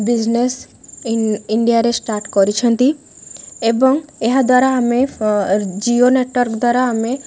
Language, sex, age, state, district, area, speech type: Odia, female, 18-30, Odisha, Rayagada, rural, spontaneous